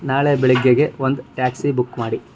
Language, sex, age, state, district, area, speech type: Kannada, male, 60+, Karnataka, Bangalore Rural, rural, read